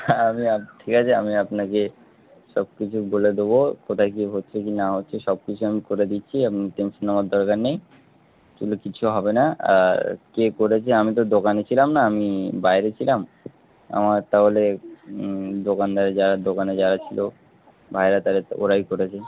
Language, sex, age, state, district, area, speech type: Bengali, male, 18-30, West Bengal, Darjeeling, urban, conversation